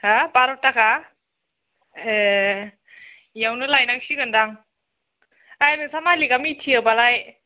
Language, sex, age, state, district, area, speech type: Bodo, female, 18-30, Assam, Udalguri, urban, conversation